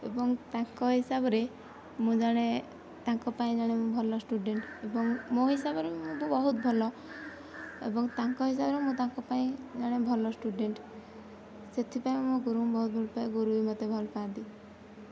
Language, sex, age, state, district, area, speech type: Odia, female, 18-30, Odisha, Nayagarh, rural, spontaneous